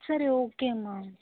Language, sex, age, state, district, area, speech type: Tamil, female, 18-30, Tamil Nadu, Vellore, urban, conversation